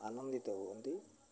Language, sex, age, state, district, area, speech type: Odia, male, 60+, Odisha, Jagatsinghpur, rural, spontaneous